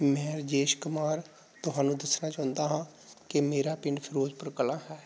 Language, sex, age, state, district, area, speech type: Punjabi, male, 45-60, Punjab, Pathankot, rural, spontaneous